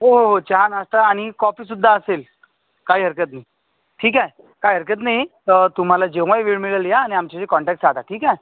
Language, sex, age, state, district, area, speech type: Marathi, male, 30-45, Maharashtra, Akola, rural, conversation